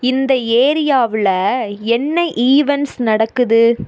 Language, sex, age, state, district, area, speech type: Tamil, female, 18-30, Tamil Nadu, Tiruppur, rural, read